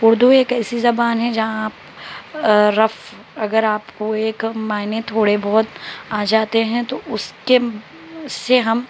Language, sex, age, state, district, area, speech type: Urdu, female, 18-30, Telangana, Hyderabad, urban, spontaneous